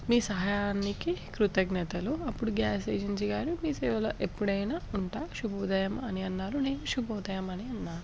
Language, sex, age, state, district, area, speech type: Telugu, female, 18-30, Telangana, Hyderabad, urban, spontaneous